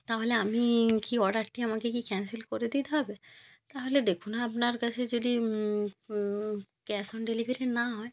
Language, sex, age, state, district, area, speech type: Bengali, female, 18-30, West Bengal, Jalpaiguri, rural, spontaneous